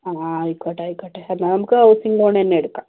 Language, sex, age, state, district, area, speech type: Malayalam, female, 18-30, Kerala, Wayanad, rural, conversation